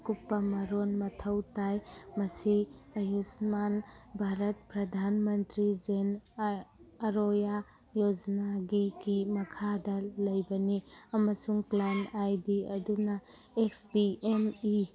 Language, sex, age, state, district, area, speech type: Manipuri, female, 45-60, Manipur, Churachandpur, rural, read